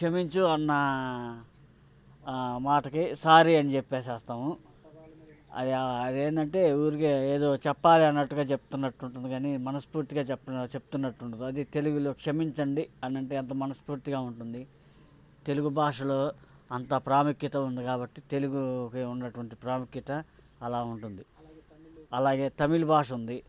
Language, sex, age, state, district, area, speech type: Telugu, male, 45-60, Andhra Pradesh, Bapatla, urban, spontaneous